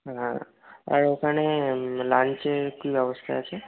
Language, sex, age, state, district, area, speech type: Bengali, male, 30-45, West Bengal, Bankura, urban, conversation